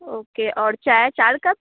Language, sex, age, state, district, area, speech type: Urdu, female, 18-30, Uttar Pradesh, Aligarh, rural, conversation